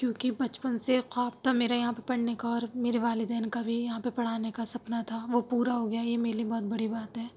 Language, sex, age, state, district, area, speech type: Urdu, female, 45-60, Uttar Pradesh, Aligarh, rural, spontaneous